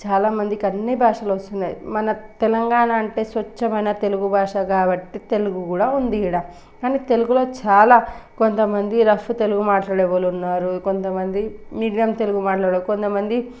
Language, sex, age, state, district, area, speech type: Telugu, female, 18-30, Telangana, Nalgonda, urban, spontaneous